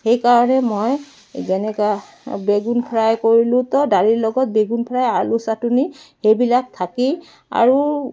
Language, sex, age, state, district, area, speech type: Assamese, female, 45-60, Assam, Dibrugarh, rural, spontaneous